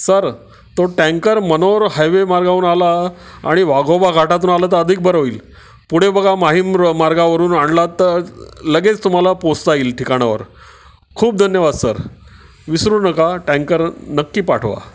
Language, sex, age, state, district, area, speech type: Marathi, male, 60+, Maharashtra, Palghar, rural, spontaneous